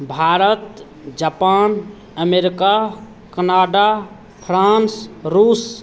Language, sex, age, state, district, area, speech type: Maithili, male, 30-45, Bihar, Madhepura, rural, spontaneous